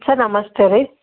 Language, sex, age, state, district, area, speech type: Kannada, female, 30-45, Karnataka, Bidar, urban, conversation